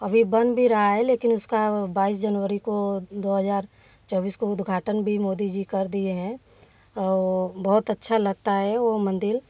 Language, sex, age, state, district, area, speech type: Hindi, female, 30-45, Uttar Pradesh, Varanasi, rural, spontaneous